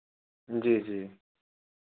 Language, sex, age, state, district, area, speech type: Hindi, male, 30-45, Uttar Pradesh, Chandauli, rural, conversation